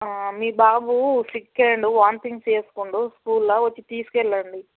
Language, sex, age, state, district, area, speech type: Telugu, female, 45-60, Telangana, Yadadri Bhuvanagiri, rural, conversation